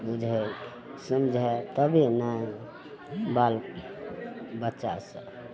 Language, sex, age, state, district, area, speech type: Maithili, female, 60+, Bihar, Madhepura, urban, spontaneous